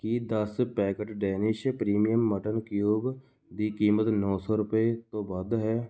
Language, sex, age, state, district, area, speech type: Punjabi, male, 18-30, Punjab, Shaheed Bhagat Singh Nagar, urban, read